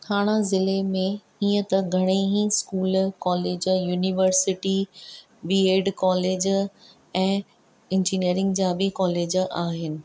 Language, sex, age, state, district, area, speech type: Sindhi, female, 45-60, Maharashtra, Thane, urban, spontaneous